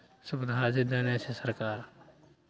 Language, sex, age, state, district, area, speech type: Maithili, male, 45-60, Bihar, Madhepura, rural, spontaneous